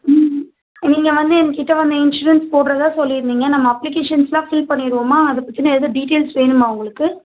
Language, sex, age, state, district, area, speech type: Tamil, female, 30-45, Tamil Nadu, Tiruvallur, urban, conversation